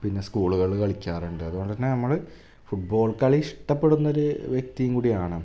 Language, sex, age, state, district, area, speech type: Malayalam, male, 18-30, Kerala, Malappuram, rural, spontaneous